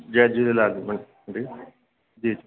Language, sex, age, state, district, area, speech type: Sindhi, male, 30-45, Uttar Pradesh, Lucknow, urban, conversation